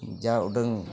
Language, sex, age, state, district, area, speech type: Santali, male, 30-45, West Bengal, Bankura, rural, spontaneous